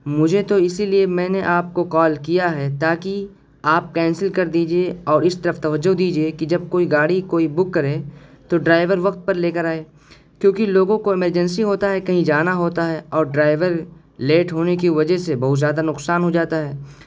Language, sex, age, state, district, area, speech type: Urdu, male, 18-30, Uttar Pradesh, Siddharthnagar, rural, spontaneous